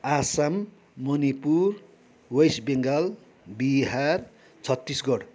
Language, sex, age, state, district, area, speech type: Nepali, male, 45-60, West Bengal, Darjeeling, rural, spontaneous